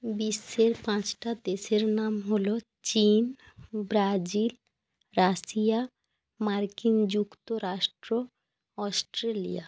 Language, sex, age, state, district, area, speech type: Bengali, female, 18-30, West Bengal, Jalpaiguri, rural, spontaneous